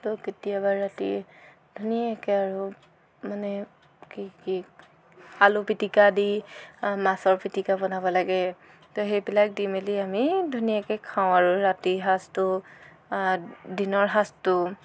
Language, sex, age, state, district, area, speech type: Assamese, female, 18-30, Assam, Jorhat, urban, spontaneous